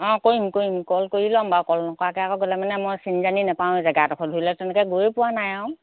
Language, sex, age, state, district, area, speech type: Assamese, female, 45-60, Assam, Golaghat, urban, conversation